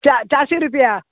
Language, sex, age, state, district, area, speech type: Goan Konkani, female, 60+, Goa, Salcete, rural, conversation